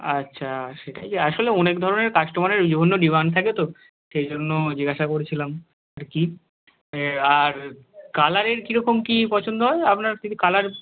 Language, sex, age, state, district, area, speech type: Bengali, male, 45-60, West Bengal, Nadia, rural, conversation